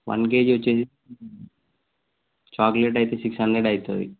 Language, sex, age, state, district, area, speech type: Telugu, male, 18-30, Telangana, Jayashankar, urban, conversation